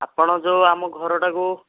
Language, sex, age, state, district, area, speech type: Odia, male, 18-30, Odisha, Cuttack, urban, conversation